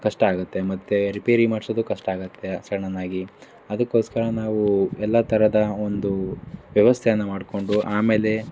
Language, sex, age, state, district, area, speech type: Kannada, male, 45-60, Karnataka, Davanagere, rural, spontaneous